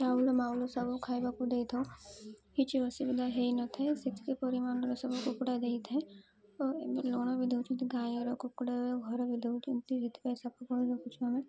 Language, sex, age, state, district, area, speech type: Odia, female, 18-30, Odisha, Malkangiri, urban, spontaneous